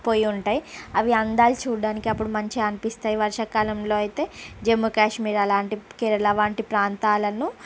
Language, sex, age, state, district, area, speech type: Telugu, female, 45-60, Andhra Pradesh, Srikakulam, urban, spontaneous